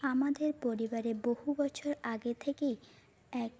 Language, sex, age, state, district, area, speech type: Bengali, female, 18-30, West Bengal, Jhargram, rural, spontaneous